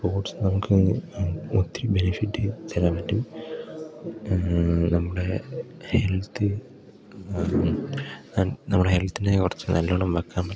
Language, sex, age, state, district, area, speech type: Malayalam, male, 18-30, Kerala, Idukki, rural, spontaneous